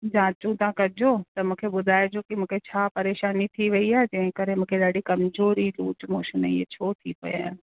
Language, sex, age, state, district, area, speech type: Sindhi, female, 30-45, Rajasthan, Ajmer, urban, conversation